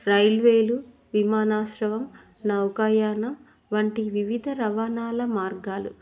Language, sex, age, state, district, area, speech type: Telugu, female, 30-45, Telangana, Hanamkonda, urban, spontaneous